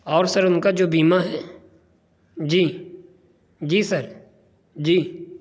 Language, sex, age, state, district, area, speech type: Urdu, male, 18-30, Uttar Pradesh, Saharanpur, urban, spontaneous